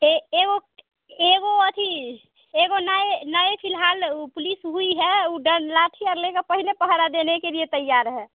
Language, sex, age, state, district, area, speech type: Hindi, female, 18-30, Bihar, Samastipur, urban, conversation